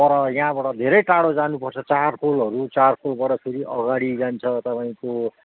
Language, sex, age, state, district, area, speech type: Nepali, male, 60+, West Bengal, Kalimpong, rural, conversation